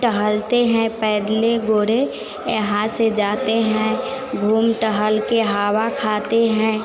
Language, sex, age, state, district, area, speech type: Hindi, female, 45-60, Bihar, Vaishali, urban, spontaneous